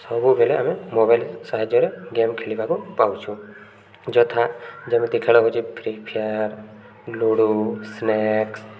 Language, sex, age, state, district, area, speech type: Odia, male, 18-30, Odisha, Subarnapur, urban, spontaneous